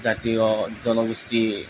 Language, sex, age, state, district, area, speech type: Assamese, male, 30-45, Assam, Morigaon, rural, spontaneous